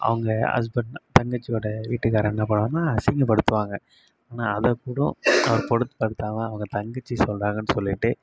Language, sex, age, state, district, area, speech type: Tamil, male, 18-30, Tamil Nadu, Kallakurichi, rural, spontaneous